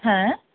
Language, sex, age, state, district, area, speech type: Bengali, female, 18-30, West Bengal, Purulia, urban, conversation